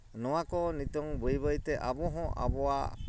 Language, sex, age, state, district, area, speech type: Santali, male, 45-60, West Bengal, Purulia, rural, spontaneous